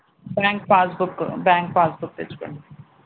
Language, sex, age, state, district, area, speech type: Telugu, female, 18-30, Andhra Pradesh, Nandyal, rural, conversation